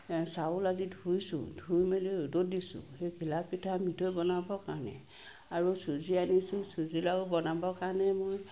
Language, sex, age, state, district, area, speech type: Assamese, female, 45-60, Assam, Sivasagar, rural, spontaneous